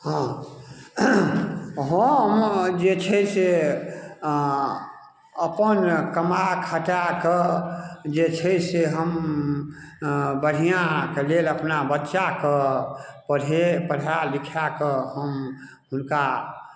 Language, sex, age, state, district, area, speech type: Maithili, male, 60+, Bihar, Darbhanga, rural, spontaneous